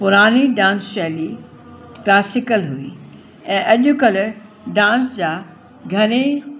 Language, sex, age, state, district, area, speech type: Sindhi, female, 60+, Uttar Pradesh, Lucknow, urban, spontaneous